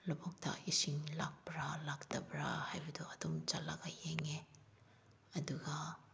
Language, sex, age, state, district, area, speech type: Manipuri, female, 30-45, Manipur, Senapati, rural, spontaneous